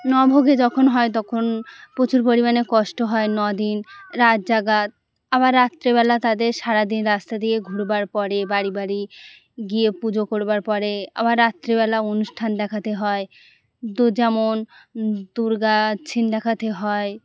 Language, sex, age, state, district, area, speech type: Bengali, female, 18-30, West Bengal, Birbhum, urban, spontaneous